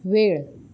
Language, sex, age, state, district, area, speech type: Goan Konkani, female, 30-45, Goa, Canacona, rural, read